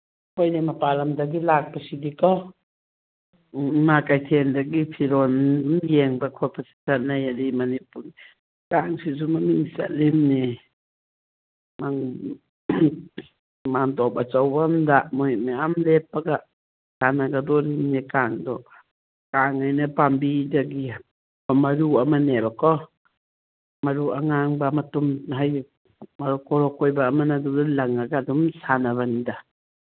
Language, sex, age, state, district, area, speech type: Manipuri, female, 60+, Manipur, Churachandpur, urban, conversation